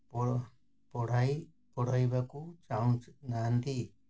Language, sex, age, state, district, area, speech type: Odia, male, 60+, Odisha, Ganjam, urban, spontaneous